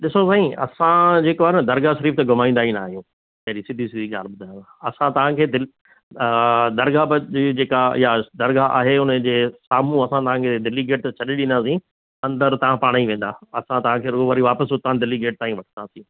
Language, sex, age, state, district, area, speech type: Sindhi, male, 60+, Rajasthan, Ajmer, urban, conversation